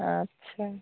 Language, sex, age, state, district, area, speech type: Hindi, female, 45-60, Bihar, Samastipur, rural, conversation